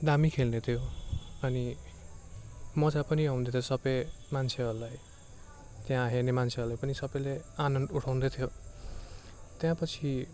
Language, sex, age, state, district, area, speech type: Nepali, male, 18-30, West Bengal, Darjeeling, rural, spontaneous